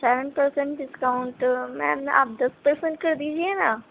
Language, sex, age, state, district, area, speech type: Urdu, female, 30-45, Delhi, Central Delhi, rural, conversation